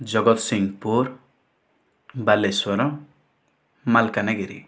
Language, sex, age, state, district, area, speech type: Odia, male, 18-30, Odisha, Kandhamal, rural, spontaneous